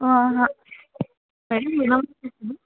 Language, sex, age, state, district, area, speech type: Telugu, female, 18-30, Telangana, Vikarabad, urban, conversation